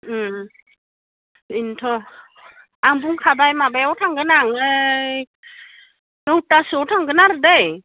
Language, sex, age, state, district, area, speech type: Bodo, female, 30-45, Assam, Udalguri, rural, conversation